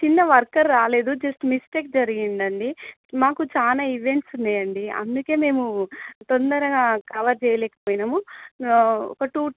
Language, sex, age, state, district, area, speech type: Telugu, female, 18-30, Telangana, Jangaon, rural, conversation